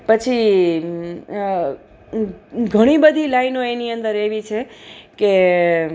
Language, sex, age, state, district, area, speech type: Gujarati, female, 45-60, Gujarat, Junagadh, urban, spontaneous